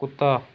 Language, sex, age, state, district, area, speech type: Punjabi, male, 18-30, Punjab, Rupnagar, rural, read